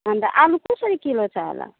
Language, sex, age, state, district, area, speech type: Nepali, female, 30-45, West Bengal, Kalimpong, rural, conversation